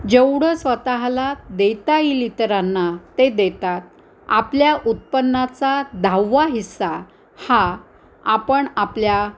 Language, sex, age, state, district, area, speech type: Marathi, female, 60+, Maharashtra, Nanded, urban, spontaneous